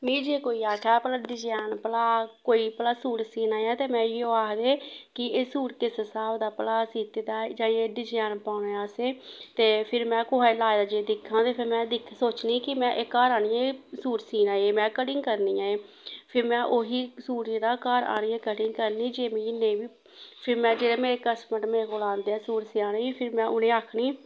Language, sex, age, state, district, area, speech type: Dogri, female, 30-45, Jammu and Kashmir, Samba, urban, spontaneous